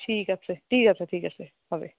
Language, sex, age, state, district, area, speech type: Bengali, female, 18-30, West Bengal, Alipurduar, rural, conversation